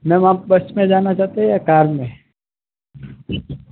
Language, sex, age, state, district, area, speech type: Hindi, male, 18-30, Rajasthan, Jodhpur, urban, conversation